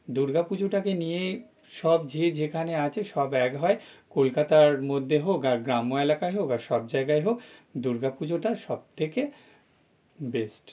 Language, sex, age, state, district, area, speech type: Bengali, male, 30-45, West Bengal, North 24 Parganas, urban, spontaneous